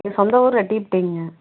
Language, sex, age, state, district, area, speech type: Tamil, female, 30-45, Tamil Nadu, Salem, rural, conversation